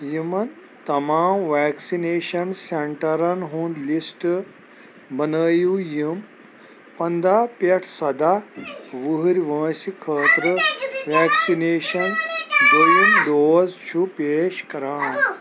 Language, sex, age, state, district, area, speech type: Kashmiri, male, 45-60, Jammu and Kashmir, Kulgam, rural, read